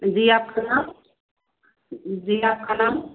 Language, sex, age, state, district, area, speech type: Hindi, female, 60+, Uttar Pradesh, Ayodhya, rural, conversation